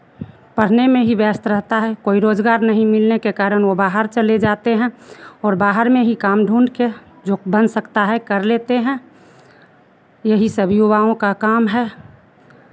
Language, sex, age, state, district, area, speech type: Hindi, female, 60+, Bihar, Begusarai, rural, spontaneous